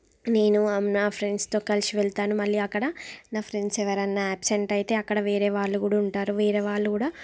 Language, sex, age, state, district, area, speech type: Telugu, female, 30-45, Andhra Pradesh, Srikakulam, urban, spontaneous